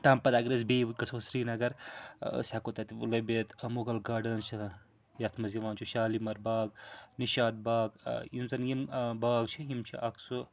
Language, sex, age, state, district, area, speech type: Kashmiri, male, 45-60, Jammu and Kashmir, Srinagar, urban, spontaneous